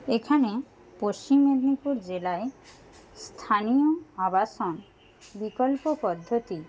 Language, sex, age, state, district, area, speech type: Bengali, female, 60+, West Bengal, Paschim Medinipur, rural, spontaneous